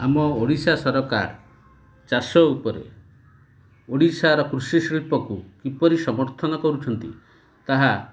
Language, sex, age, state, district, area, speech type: Odia, male, 45-60, Odisha, Kendrapara, urban, spontaneous